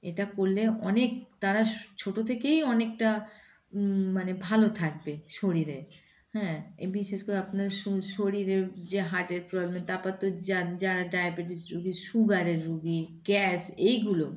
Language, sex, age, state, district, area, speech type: Bengali, female, 45-60, West Bengal, Darjeeling, rural, spontaneous